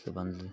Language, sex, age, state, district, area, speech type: Punjabi, male, 30-45, Punjab, Patiala, rural, spontaneous